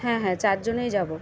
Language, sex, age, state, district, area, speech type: Bengali, female, 30-45, West Bengal, Kolkata, urban, spontaneous